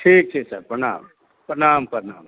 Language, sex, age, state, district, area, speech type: Maithili, male, 45-60, Bihar, Madhubani, rural, conversation